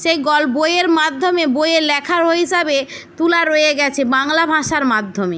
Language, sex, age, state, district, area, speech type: Bengali, female, 18-30, West Bengal, Jhargram, rural, spontaneous